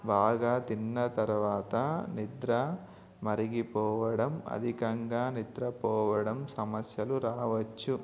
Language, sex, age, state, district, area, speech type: Telugu, male, 18-30, Telangana, Mahabubabad, urban, spontaneous